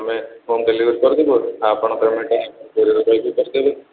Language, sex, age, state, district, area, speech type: Odia, male, 18-30, Odisha, Ganjam, urban, conversation